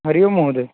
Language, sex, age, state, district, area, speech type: Sanskrit, male, 18-30, Maharashtra, Beed, urban, conversation